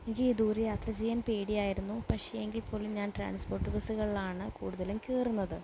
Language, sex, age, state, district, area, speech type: Malayalam, female, 18-30, Kerala, Palakkad, urban, spontaneous